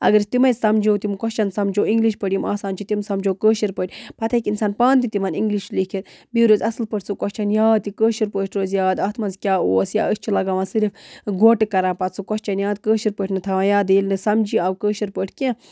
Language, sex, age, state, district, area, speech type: Kashmiri, female, 45-60, Jammu and Kashmir, Budgam, rural, spontaneous